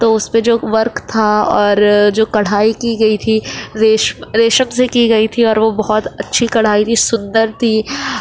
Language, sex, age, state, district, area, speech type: Urdu, female, 30-45, Uttar Pradesh, Gautam Buddha Nagar, urban, spontaneous